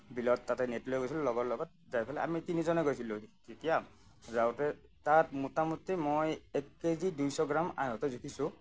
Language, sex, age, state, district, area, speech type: Assamese, male, 30-45, Assam, Nagaon, rural, spontaneous